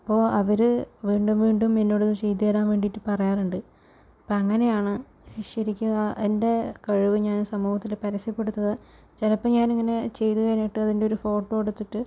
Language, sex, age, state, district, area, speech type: Malayalam, female, 60+, Kerala, Palakkad, rural, spontaneous